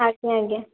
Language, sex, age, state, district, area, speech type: Odia, female, 18-30, Odisha, Bhadrak, rural, conversation